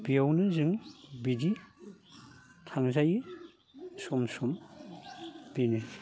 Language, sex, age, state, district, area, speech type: Bodo, male, 60+, Assam, Baksa, urban, spontaneous